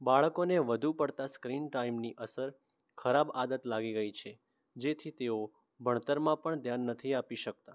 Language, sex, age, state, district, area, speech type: Gujarati, male, 18-30, Gujarat, Mehsana, rural, spontaneous